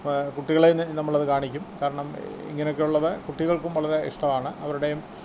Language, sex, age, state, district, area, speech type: Malayalam, male, 60+, Kerala, Kottayam, rural, spontaneous